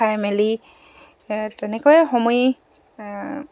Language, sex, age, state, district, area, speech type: Assamese, female, 45-60, Assam, Dibrugarh, rural, spontaneous